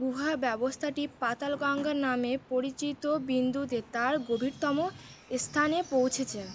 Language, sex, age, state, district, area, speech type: Bengali, female, 18-30, West Bengal, Uttar Dinajpur, urban, read